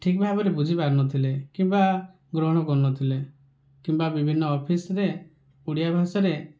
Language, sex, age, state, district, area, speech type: Odia, male, 30-45, Odisha, Kandhamal, rural, spontaneous